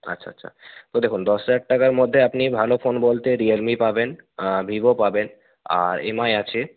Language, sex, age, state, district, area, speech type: Bengali, male, 30-45, West Bengal, Nadia, urban, conversation